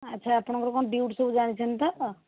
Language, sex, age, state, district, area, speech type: Odia, female, 45-60, Odisha, Jajpur, rural, conversation